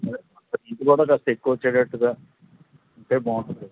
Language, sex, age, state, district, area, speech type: Telugu, male, 60+, Andhra Pradesh, Nandyal, urban, conversation